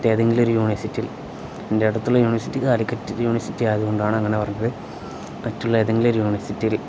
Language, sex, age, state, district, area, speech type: Malayalam, male, 18-30, Kerala, Kozhikode, rural, spontaneous